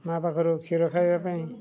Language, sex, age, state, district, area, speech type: Odia, male, 60+, Odisha, Mayurbhanj, rural, spontaneous